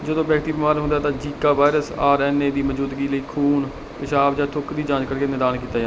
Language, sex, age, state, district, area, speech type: Punjabi, male, 45-60, Punjab, Barnala, rural, read